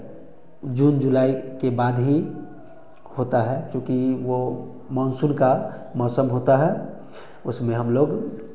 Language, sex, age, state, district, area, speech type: Hindi, male, 30-45, Bihar, Samastipur, rural, spontaneous